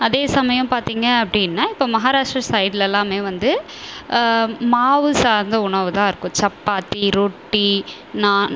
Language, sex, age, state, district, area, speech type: Tamil, female, 30-45, Tamil Nadu, Viluppuram, rural, spontaneous